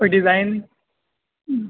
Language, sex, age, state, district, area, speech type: Urdu, male, 18-30, Uttar Pradesh, Rampur, urban, conversation